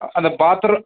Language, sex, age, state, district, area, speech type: Tamil, male, 45-60, Tamil Nadu, Krishnagiri, rural, conversation